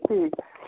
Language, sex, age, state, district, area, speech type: Dogri, female, 60+, Jammu and Kashmir, Samba, urban, conversation